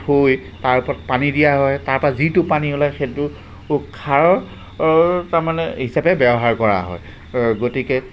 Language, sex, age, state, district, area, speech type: Assamese, male, 45-60, Assam, Jorhat, urban, spontaneous